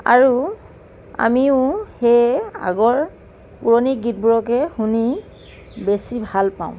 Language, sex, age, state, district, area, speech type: Assamese, female, 45-60, Assam, Lakhimpur, rural, spontaneous